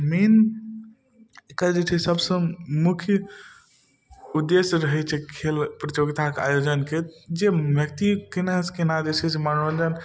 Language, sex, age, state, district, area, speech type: Maithili, male, 18-30, Bihar, Darbhanga, rural, spontaneous